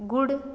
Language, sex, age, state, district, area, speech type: Punjabi, female, 18-30, Punjab, Fazilka, rural, read